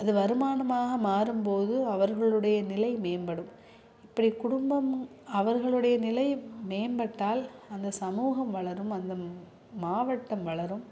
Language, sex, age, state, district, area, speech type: Tamil, female, 30-45, Tamil Nadu, Salem, urban, spontaneous